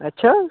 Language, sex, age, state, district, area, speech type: Dogri, male, 18-30, Jammu and Kashmir, Udhampur, urban, conversation